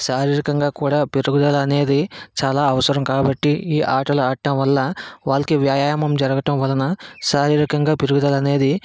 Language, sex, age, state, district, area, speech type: Telugu, male, 60+, Andhra Pradesh, Vizianagaram, rural, spontaneous